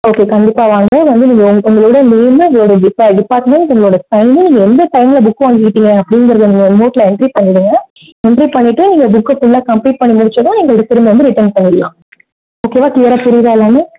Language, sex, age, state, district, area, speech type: Tamil, female, 18-30, Tamil Nadu, Mayiladuthurai, urban, conversation